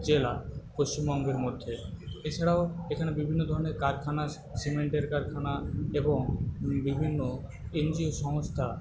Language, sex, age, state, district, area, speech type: Bengali, male, 45-60, West Bengal, Paschim Medinipur, rural, spontaneous